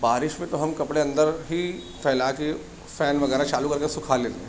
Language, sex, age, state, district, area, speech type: Urdu, male, 45-60, Maharashtra, Nashik, urban, spontaneous